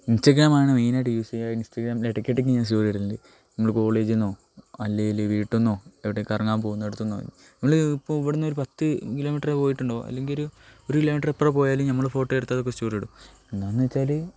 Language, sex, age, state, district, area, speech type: Malayalam, male, 18-30, Kerala, Wayanad, rural, spontaneous